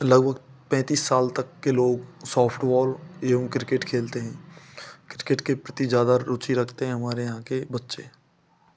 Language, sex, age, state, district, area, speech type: Hindi, male, 30-45, Rajasthan, Bharatpur, rural, spontaneous